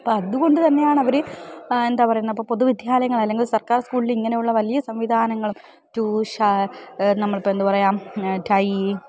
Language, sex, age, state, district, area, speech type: Malayalam, female, 30-45, Kerala, Thiruvananthapuram, urban, spontaneous